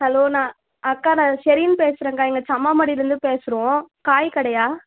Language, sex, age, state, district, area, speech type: Tamil, female, 18-30, Tamil Nadu, Tiruvannamalai, rural, conversation